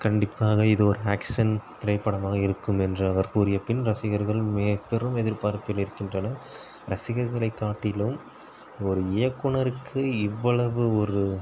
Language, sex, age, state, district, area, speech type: Tamil, male, 30-45, Tamil Nadu, Pudukkottai, rural, spontaneous